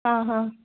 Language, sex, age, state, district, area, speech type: Kannada, female, 18-30, Karnataka, Bangalore Rural, rural, conversation